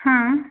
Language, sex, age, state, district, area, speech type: Kannada, female, 30-45, Karnataka, Hassan, urban, conversation